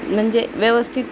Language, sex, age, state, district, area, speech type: Marathi, female, 30-45, Maharashtra, Nanded, rural, spontaneous